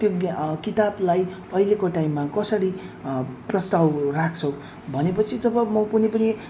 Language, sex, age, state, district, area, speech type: Nepali, male, 30-45, West Bengal, Jalpaiguri, urban, spontaneous